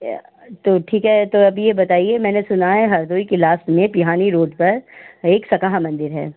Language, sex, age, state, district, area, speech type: Hindi, female, 60+, Uttar Pradesh, Hardoi, rural, conversation